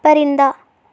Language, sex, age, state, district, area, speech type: Urdu, female, 18-30, Telangana, Hyderabad, urban, read